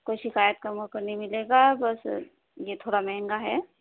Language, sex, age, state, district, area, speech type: Urdu, female, 30-45, Uttar Pradesh, Ghaziabad, urban, conversation